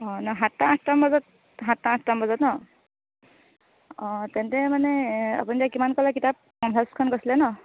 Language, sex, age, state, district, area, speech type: Assamese, female, 18-30, Assam, Sivasagar, rural, conversation